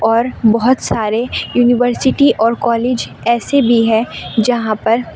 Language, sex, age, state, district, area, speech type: Urdu, female, 30-45, Uttar Pradesh, Aligarh, urban, spontaneous